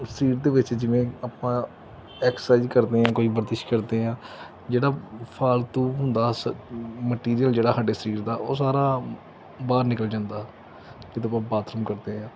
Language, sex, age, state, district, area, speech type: Punjabi, male, 30-45, Punjab, Gurdaspur, rural, spontaneous